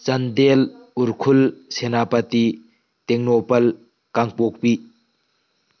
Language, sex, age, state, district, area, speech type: Manipuri, male, 18-30, Manipur, Tengnoupal, rural, spontaneous